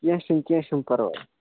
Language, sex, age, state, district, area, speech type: Kashmiri, male, 18-30, Jammu and Kashmir, Budgam, rural, conversation